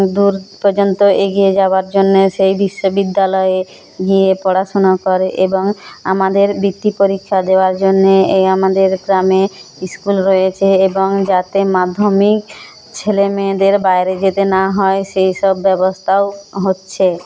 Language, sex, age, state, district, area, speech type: Bengali, female, 45-60, West Bengal, Jhargram, rural, spontaneous